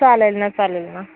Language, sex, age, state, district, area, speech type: Marathi, female, 30-45, Maharashtra, Yavatmal, rural, conversation